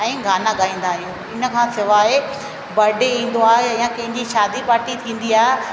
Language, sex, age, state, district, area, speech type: Sindhi, female, 30-45, Rajasthan, Ajmer, rural, spontaneous